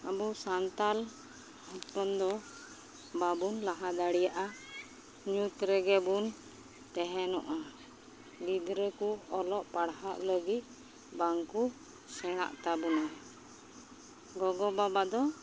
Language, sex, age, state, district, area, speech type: Santali, female, 30-45, West Bengal, Uttar Dinajpur, rural, spontaneous